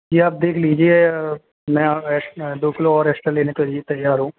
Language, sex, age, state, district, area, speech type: Hindi, male, 18-30, Madhya Pradesh, Jabalpur, urban, conversation